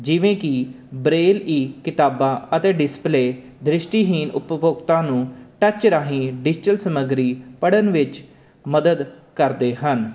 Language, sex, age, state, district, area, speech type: Punjabi, male, 30-45, Punjab, Jalandhar, urban, spontaneous